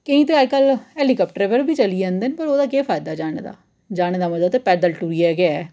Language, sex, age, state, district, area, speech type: Dogri, female, 30-45, Jammu and Kashmir, Jammu, urban, spontaneous